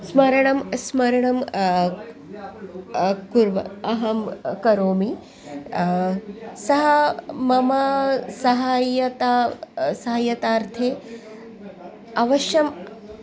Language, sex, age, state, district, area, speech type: Sanskrit, female, 45-60, Maharashtra, Nagpur, urban, spontaneous